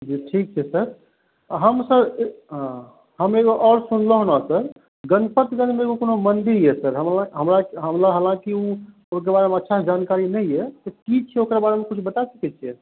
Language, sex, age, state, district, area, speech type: Maithili, male, 30-45, Bihar, Supaul, rural, conversation